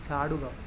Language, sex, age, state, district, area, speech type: Malayalam, male, 18-30, Kerala, Idukki, rural, read